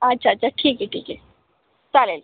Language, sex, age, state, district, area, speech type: Marathi, female, 18-30, Maharashtra, Buldhana, urban, conversation